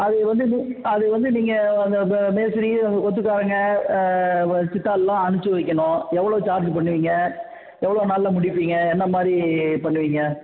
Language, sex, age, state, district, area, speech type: Tamil, male, 60+, Tamil Nadu, Mayiladuthurai, urban, conversation